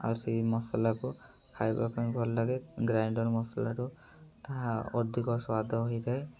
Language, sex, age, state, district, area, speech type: Odia, male, 18-30, Odisha, Mayurbhanj, rural, spontaneous